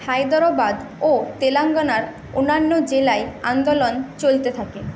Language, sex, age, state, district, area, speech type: Bengali, female, 18-30, West Bengal, Paschim Medinipur, rural, read